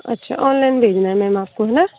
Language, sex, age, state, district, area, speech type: Hindi, female, 18-30, Rajasthan, Bharatpur, rural, conversation